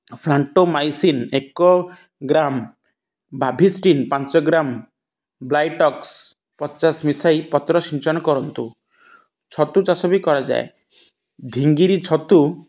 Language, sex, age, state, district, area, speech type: Odia, male, 30-45, Odisha, Ganjam, urban, spontaneous